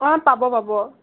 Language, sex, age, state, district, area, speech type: Assamese, female, 18-30, Assam, Golaghat, urban, conversation